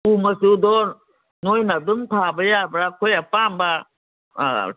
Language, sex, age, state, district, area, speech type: Manipuri, female, 60+, Manipur, Kangpokpi, urban, conversation